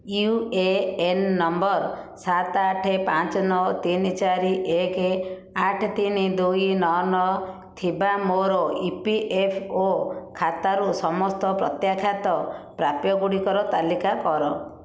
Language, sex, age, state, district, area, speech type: Odia, female, 60+, Odisha, Bhadrak, rural, read